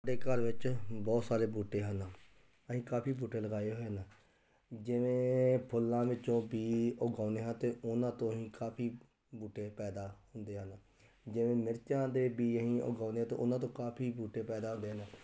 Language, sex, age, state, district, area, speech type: Punjabi, male, 30-45, Punjab, Tarn Taran, rural, spontaneous